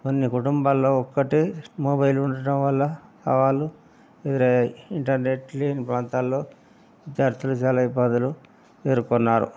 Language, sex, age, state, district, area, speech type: Telugu, male, 60+, Telangana, Hanamkonda, rural, spontaneous